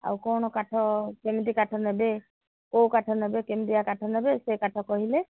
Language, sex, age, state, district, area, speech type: Odia, female, 60+, Odisha, Sundergarh, rural, conversation